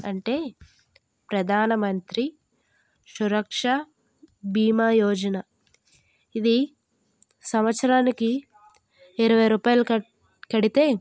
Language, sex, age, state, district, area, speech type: Telugu, female, 30-45, Andhra Pradesh, Vizianagaram, rural, spontaneous